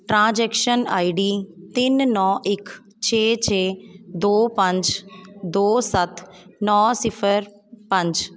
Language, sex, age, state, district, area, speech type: Punjabi, female, 30-45, Punjab, Jalandhar, urban, read